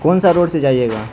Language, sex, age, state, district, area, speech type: Urdu, male, 18-30, Bihar, Saharsa, rural, spontaneous